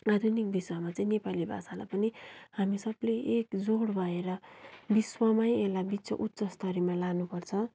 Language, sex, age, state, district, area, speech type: Nepali, female, 30-45, West Bengal, Darjeeling, rural, spontaneous